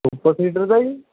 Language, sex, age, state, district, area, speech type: Punjabi, male, 18-30, Punjab, Mohali, rural, conversation